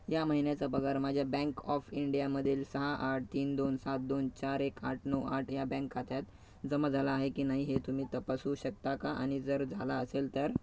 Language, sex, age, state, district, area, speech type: Marathi, male, 18-30, Maharashtra, Thane, urban, read